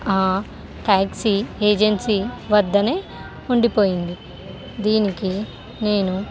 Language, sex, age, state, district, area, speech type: Telugu, female, 18-30, Telangana, Khammam, urban, spontaneous